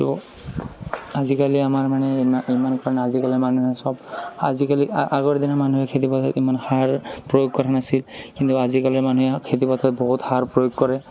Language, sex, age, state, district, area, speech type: Assamese, male, 18-30, Assam, Barpeta, rural, spontaneous